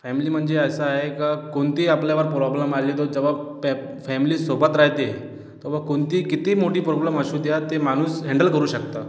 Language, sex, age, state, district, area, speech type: Marathi, male, 18-30, Maharashtra, Washim, rural, spontaneous